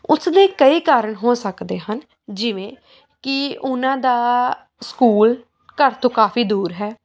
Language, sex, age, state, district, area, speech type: Punjabi, female, 18-30, Punjab, Pathankot, rural, spontaneous